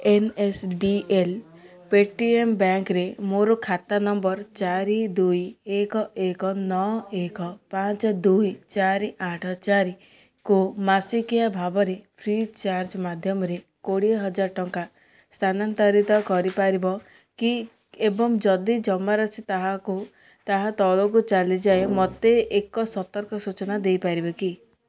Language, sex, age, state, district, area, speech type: Odia, female, 18-30, Odisha, Ganjam, urban, read